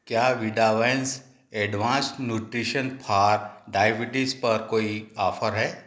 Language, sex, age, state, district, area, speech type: Hindi, male, 60+, Madhya Pradesh, Balaghat, rural, read